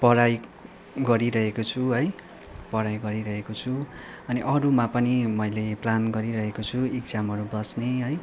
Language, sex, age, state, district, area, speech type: Nepali, male, 18-30, West Bengal, Kalimpong, rural, spontaneous